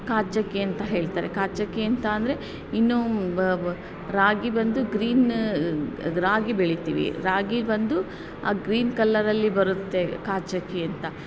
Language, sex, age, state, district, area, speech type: Kannada, female, 45-60, Karnataka, Ramanagara, rural, spontaneous